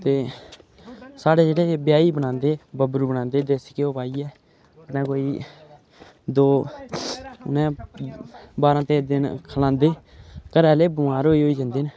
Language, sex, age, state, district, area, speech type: Dogri, male, 18-30, Jammu and Kashmir, Udhampur, rural, spontaneous